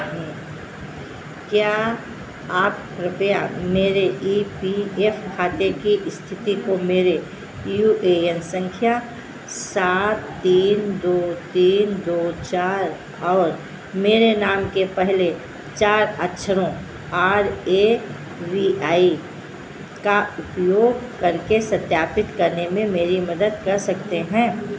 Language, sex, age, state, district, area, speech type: Hindi, female, 60+, Uttar Pradesh, Sitapur, rural, read